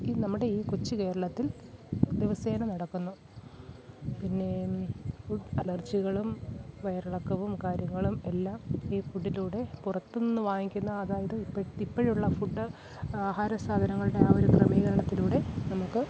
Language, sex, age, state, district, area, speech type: Malayalam, female, 30-45, Kerala, Kollam, rural, spontaneous